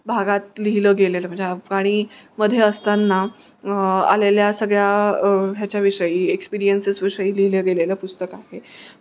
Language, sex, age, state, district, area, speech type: Marathi, female, 30-45, Maharashtra, Nanded, rural, spontaneous